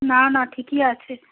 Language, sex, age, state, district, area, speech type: Bengali, female, 30-45, West Bengal, Darjeeling, rural, conversation